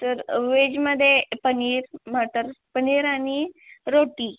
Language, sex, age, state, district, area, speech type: Marathi, female, 18-30, Maharashtra, Sangli, rural, conversation